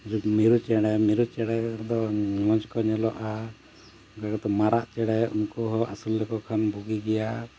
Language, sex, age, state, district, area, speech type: Santali, male, 45-60, Jharkhand, Bokaro, rural, spontaneous